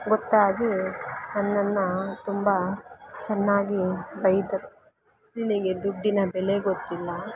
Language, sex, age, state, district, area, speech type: Kannada, female, 45-60, Karnataka, Kolar, rural, spontaneous